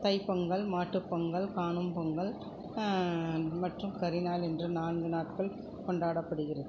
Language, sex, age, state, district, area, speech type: Tamil, female, 45-60, Tamil Nadu, Krishnagiri, rural, spontaneous